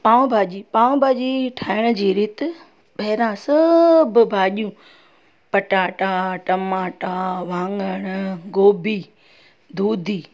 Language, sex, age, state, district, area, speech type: Sindhi, female, 45-60, Gujarat, Junagadh, rural, spontaneous